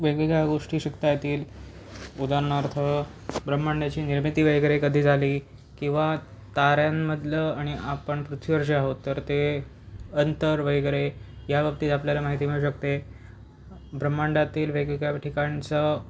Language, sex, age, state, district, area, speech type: Marathi, male, 18-30, Maharashtra, Pune, urban, spontaneous